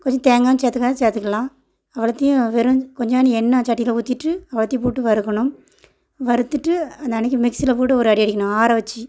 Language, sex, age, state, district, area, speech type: Tamil, female, 30-45, Tamil Nadu, Thoothukudi, rural, spontaneous